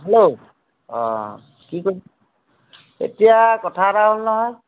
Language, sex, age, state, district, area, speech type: Assamese, male, 30-45, Assam, Majuli, urban, conversation